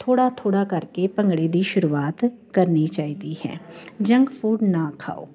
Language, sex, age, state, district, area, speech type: Punjabi, female, 45-60, Punjab, Jalandhar, urban, spontaneous